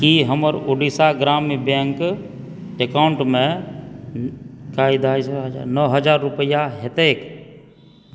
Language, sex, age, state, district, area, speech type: Maithili, female, 30-45, Bihar, Supaul, rural, read